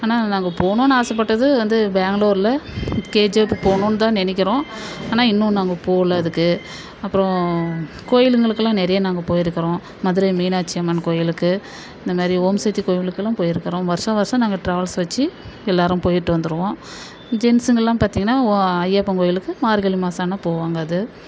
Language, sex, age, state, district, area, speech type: Tamil, female, 45-60, Tamil Nadu, Dharmapuri, rural, spontaneous